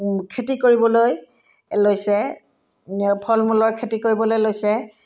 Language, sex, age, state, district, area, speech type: Assamese, female, 60+, Assam, Udalguri, rural, spontaneous